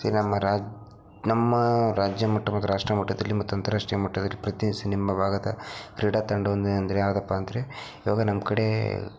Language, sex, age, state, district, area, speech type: Kannada, male, 18-30, Karnataka, Dharwad, urban, spontaneous